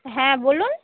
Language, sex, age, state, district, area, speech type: Bengali, female, 18-30, West Bengal, Murshidabad, urban, conversation